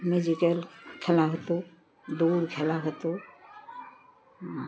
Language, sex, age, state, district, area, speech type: Bengali, female, 60+, West Bengal, Uttar Dinajpur, urban, spontaneous